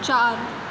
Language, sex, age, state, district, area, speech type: Marathi, female, 18-30, Maharashtra, Mumbai Suburban, urban, read